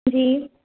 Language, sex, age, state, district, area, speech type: Sindhi, female, 18-30, Maharashtra, Thane, urban, conversation